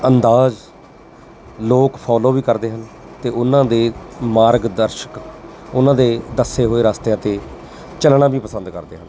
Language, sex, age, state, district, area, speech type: Punjabi, male, 45-60, Punjab, Mansa, urban, spontaneous